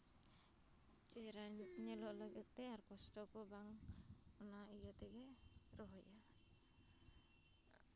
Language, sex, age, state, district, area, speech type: Santali, female, 30-45, Jharkhand, Seraikela Kharsawan, rural, spontaneous